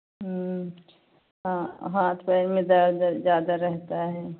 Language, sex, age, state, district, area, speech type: Hindi, female, 45-60, Uttar Pradesh, Pratapgarh, rural, conversation